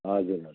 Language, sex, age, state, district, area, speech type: Nepali, male, 60+, West Bengal, Kalimpong, rural, conversation